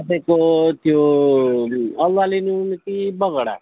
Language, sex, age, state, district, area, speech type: Nepali, male, 45-60, West Bengal, Jalpaiguri, urban, conversation